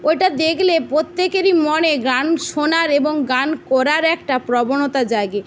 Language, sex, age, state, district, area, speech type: Bengali, female, 18-30, West Bengal, Jhargram, rural, spontaneous